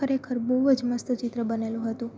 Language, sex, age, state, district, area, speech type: Gujarati, female, 18-30, Gujarat, Junagadh, rural, spontaneous